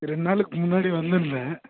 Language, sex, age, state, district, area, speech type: Tamil, male, 18-30, Tamil Nadu, Krishnagiri, rural, conversation